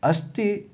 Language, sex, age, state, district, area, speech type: Sanskrit, male, 18-30, Karnataka, Uttara Kannada, rural, spontaneous